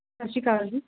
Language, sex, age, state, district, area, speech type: Punjabi, female, 30-45, Punjab, Mansa, urban, conversation